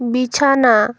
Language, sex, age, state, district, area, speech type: Bengali, female, 45-60, West Bengal, North 24 Parganas, rural, read